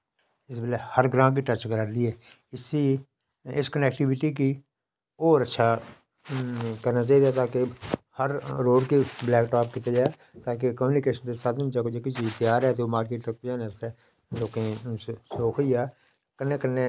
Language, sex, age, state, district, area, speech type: Dogri, male, 45-60, Jammu and Kashmir, Udhampur, rural, spontaneous